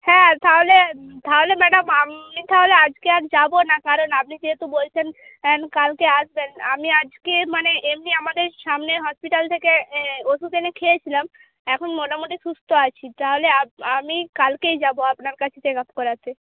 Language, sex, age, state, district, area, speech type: Bengali, female, 30-45, West Bengal, Purba Medinipur, rural, conversation